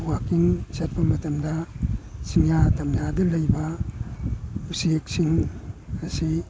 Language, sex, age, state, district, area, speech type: Manipuri, male, 60+, Manipur, Kakching, rural, spontaneous